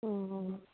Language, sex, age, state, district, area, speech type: Assamese, female, 60+, Assam, Dibrugarh, rural, conversation